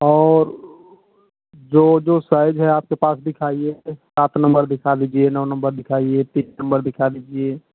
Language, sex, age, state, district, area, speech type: Hindi, male, 30-45, Uttar Pradesh, Mau, urban, conversation